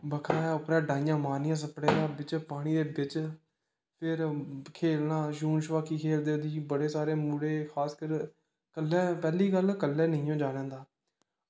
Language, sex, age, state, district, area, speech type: Dogri, male, 18-30, Jammu and Kashmir, Kathua, rural, spontaneous